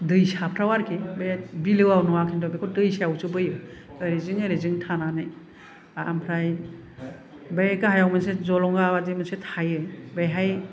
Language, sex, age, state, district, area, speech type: Bodo, female, 60+, Assam, Kokrajhar, urban, spontaneous